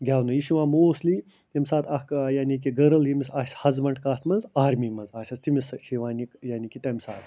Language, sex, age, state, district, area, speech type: Kashmiri, male, 45-60, Jammu and Kashmir, Ganderbal, urban, spontaneous